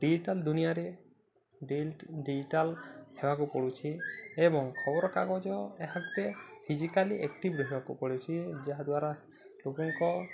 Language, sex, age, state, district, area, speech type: Odia, male, 18-30, Odisha, Balangir, urban, spontaneous